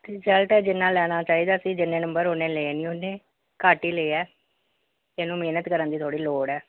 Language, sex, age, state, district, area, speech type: Punjabi, female, 45-60, Punjab, Pathankot, urban, conversation